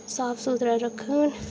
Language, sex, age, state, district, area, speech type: Dogri, female, 18-30, Jammu and Kashmir, Udhampur, rural, spontaneous